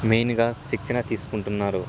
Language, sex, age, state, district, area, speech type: Telugu, male, 18-30, Andhra Pradesh, Sri Satya Sai, rural, spontaneous